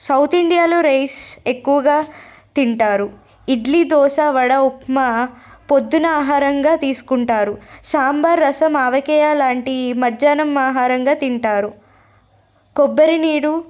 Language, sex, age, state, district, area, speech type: Telugu, female, 18-30, Telangana, Nirmal, urban, spontaneous